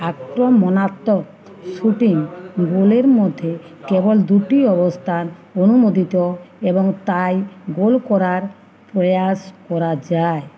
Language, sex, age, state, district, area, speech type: Bengali, female, 45-60, West Bengal, Uttar Dinajpur, urban, read